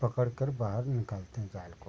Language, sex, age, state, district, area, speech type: Hindi, male, 45-60, Uttar Pradesh, Ghazipur, rural, spontaneous